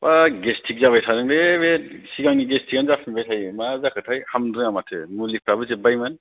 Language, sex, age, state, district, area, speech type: Bodo, male, 30-45, Assam, Kokrajhar, rural, conversation